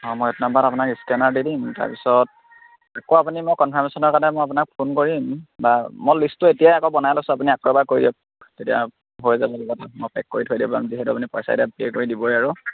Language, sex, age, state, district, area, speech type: Assamese, male, 18-30, Assam, Dhemaji, urban, conversation